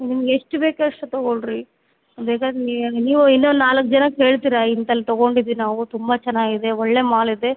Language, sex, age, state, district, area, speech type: Kannada, female, 30-45, Karnataka, Bellary, rural, conversation